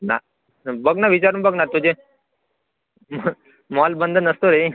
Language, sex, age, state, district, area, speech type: Marathi, male, 18-30, Maharashtra, Wardha, rural, conversation